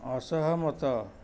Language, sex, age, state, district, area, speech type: Odia, male, 60+, Odisha, Jagatsinghpur, rural, read